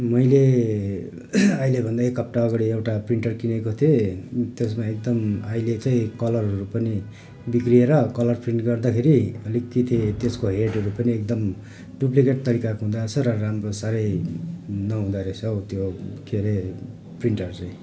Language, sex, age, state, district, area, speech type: Nepali, male, 30-45, West Bengal, Darjeeling, rural, spontaneous